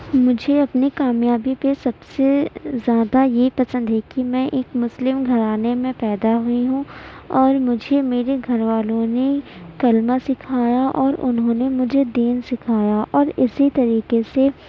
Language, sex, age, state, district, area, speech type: Urdu, female, 18-30, Uttar Pradesh, Gautam Buddha Nagar, rural, spontaneous